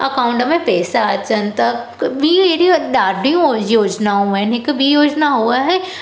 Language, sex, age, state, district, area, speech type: Sindhi, female, 18-30, Gujarat, Surat, urban, spontaneous